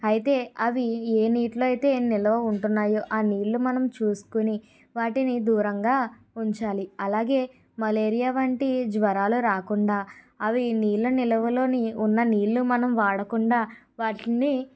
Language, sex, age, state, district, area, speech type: Telugu, female, 30-45, Andhra Pradesh, Kakinada, rural, spontaneous